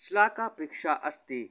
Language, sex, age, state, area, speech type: Sanskrit, male, 18-30, Haryana, rural, spontaneous